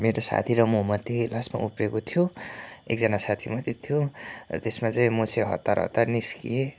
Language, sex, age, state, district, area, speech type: Nepali, male, 30-45, West Bengal, Kalimpong, rural, spontaneous